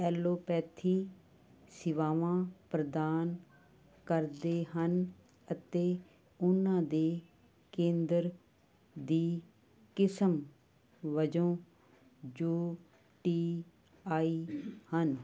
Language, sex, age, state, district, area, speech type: Punjabi, female, 60+, Punjab, Muktsar, urban, read